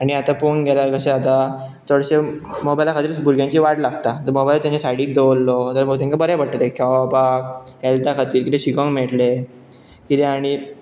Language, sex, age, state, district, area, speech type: Goan Konkani, male, 18-30, Goa, Pernem, rural, spontaneous